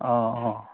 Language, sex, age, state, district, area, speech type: Assamese, male, 45-60, Assam, Majuli, urban, conversation